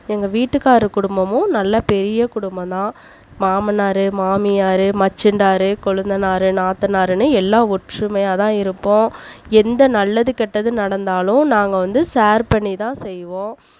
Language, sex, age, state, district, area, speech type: Tamil, female, 30-45, Tamil Nadu, Coimbatore, rural, spontaneous